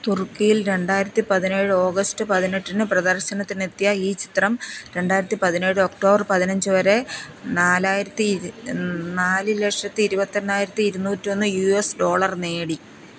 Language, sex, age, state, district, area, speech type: Malayalam, female, 45-60, Kerala, Thiruvananthapuram, rural, read